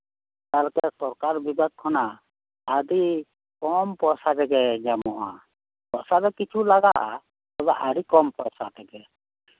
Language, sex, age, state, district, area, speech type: Santali, male, 60+, West Bengal, Bankura, rural, conversation